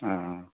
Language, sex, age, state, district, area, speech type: Maithili, male, 45-60, Bihar, Madhepura, rural, conversation